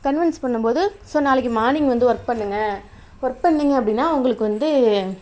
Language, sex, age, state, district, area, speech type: Tamil, female, 30-45, Tamil Nadu, Tiruvarur, urban, spontaneous